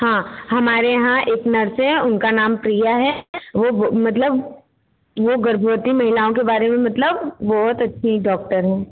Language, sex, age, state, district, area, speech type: Hindi, female, 18-30, Uttar Pradesh, Bhadohi, rural, conversation